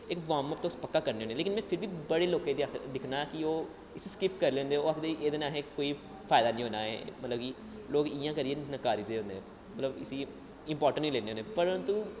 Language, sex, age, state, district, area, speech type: Dogri, male, 18-30, Jammu and Kashmir, Jammu, urban, spontaneous